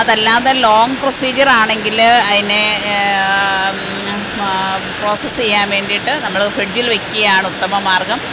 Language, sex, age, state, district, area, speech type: Malayalam, female, 45-60, Kerala, Pathanamthitta, rural, spontaneous